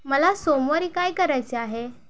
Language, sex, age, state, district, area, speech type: Marathi, female, 30-45, Maharashtra, Thane, urban, read